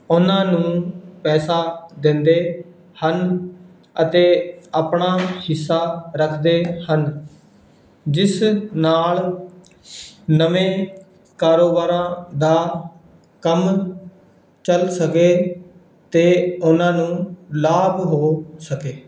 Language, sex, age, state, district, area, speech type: Punjabi, male, 18-30, Punjab, Fazilka, rural, spontaneous